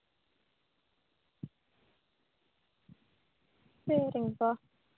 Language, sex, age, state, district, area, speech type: Tamil, female, 18-30, Tamil Nadu, Tiruvarur, urban, conversation